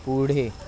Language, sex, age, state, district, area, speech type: Marathi, male, 18-30, Maharashtra, Thane, urban, read